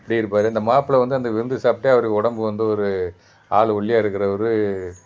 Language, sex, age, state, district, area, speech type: Tamil, male, 60+, Tamil Nadu, Thanjavur, rural, spontaneous